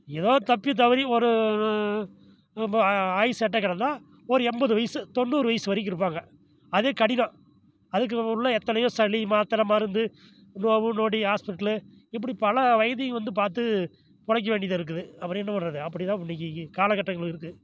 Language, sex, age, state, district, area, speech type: Tamil, male, 60+, Tamil Nadu, Namakkal, rural, spontaneous